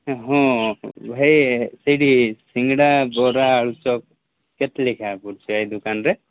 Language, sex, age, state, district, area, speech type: Odia, male, 30-45, Odisha, Koraput, urban, conversation